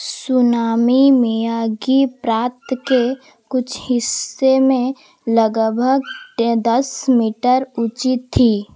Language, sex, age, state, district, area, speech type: Hindi, female, 18-30, Madhya Pradesh, Seoni, urban, read